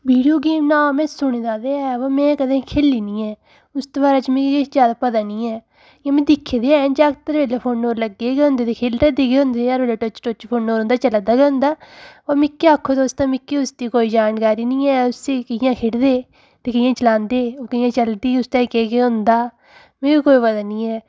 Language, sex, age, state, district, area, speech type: Dogri, female, 30-45, Jammu and Kashmir, Udhampur, urban, spontaneous